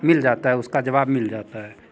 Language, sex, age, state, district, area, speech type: Hindi, male, 30-45, Bihar, Muzaffarpur, rural, spontaneous